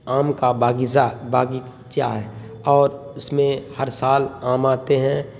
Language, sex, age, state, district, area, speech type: Urdu, male, 30-45, Bihar, Khagaria, rural, spontaneous